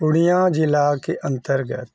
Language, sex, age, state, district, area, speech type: Maithili, male, 60+, Bihar, Purnia, rural, spontaneous